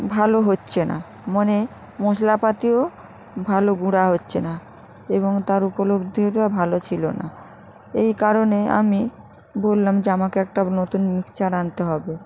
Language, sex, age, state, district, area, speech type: Bengali, female, 45-60, West Bengal, Hooghly, urban, spontaneous